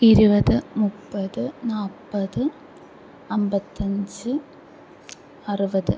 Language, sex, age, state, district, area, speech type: Malayalam, female, 18-30, Kerala, Thrissur, urban, spontaneous